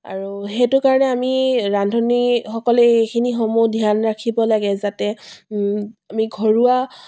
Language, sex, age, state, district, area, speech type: Assamese, female, 45-60, Assam, Dibrugarh, rural, spontaneous